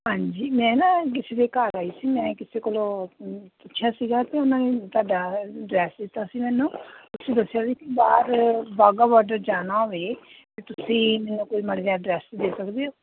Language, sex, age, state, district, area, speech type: Punjabi, female, 30-45, Punjab, Amritsar, urban, conversation